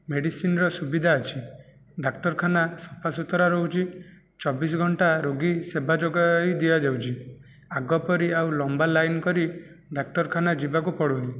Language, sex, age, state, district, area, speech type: Odia, male, 18-30, Odisha, Jajpur, rural, spontaneous